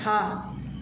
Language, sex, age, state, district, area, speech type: Nepali, female, 45-60, West Bengal, Jalpaiguri, urban, read